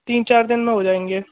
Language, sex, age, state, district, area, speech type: Hindi, male, 18-30, Rajasthan, Bharatpur, urban, conversation